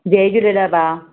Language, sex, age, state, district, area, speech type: Sindhi, female, 45-60, Maharashtra, Mumbai Suburban, urban, conversation